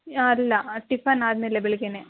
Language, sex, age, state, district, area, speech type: Kannada, female, 30-45, Karnataka, Hassan, rural, conversation